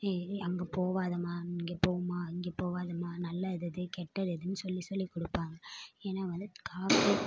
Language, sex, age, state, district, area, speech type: Tamil, female, 18-30, Tamil Nadu, Mayiladuthurai, urban, spontaneous